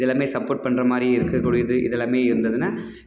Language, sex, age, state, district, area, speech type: Tamil, male, 18-30, Tamil Nadu, Dharmapuri, rural, spontaneous